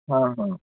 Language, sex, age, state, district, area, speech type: Hindi, male, 18-30, Madhya Pradesh, Jabalpur, urban, conversation